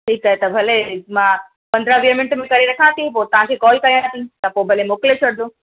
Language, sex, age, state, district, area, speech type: Sindhi, female, 18-30, Gujarat, Kutch, urban, conversation